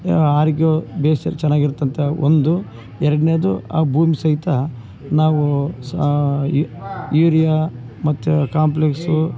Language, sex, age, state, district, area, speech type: Kannada, male, 45-60, Karnataka, Bellary, rural, spontaneous